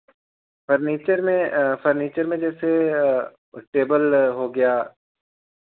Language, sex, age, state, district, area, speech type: Hindi, male, 30-45, Uttar Pradesh, Chandauli, rural, conversation